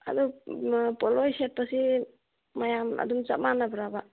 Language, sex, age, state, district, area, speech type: Manipuri, female, 45-60, Manipur, Churachandpur, urban, conversation